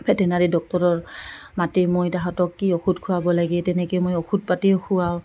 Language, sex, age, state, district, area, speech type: Assamese, female, 45-60, Assam, Goalpara, urban, spontaneous